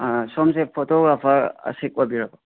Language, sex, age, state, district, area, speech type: Manipuri, male, 18-30, Manipur, Imphal West, rural, conversation